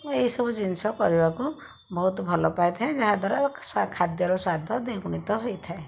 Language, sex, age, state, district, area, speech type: Odia, female, 30-45, Odisha, Jajpur, rural, spontaneous